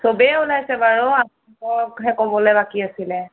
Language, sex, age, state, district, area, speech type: Assamese, female, 30-45, Assam, Sonitpur, rural, conversation